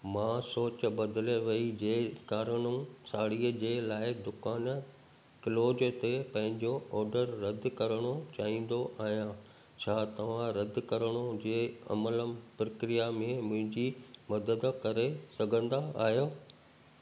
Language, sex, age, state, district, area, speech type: Sindhi, male, 60+, Gujarat, Kutch, urban, read